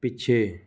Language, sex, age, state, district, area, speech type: Punjabi, male, 18-30, Punjab, Shaheed Bhagat Singh Nagar, urban, read